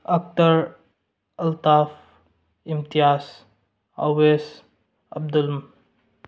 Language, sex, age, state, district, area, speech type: Manipuri, male, 18-30, Manipur, Bishnupur, rural, spontaneous